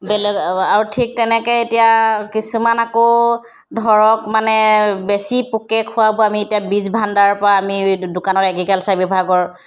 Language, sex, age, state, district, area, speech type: Assamese, female, 60+, Assam, Charaideo, urban, spontaneous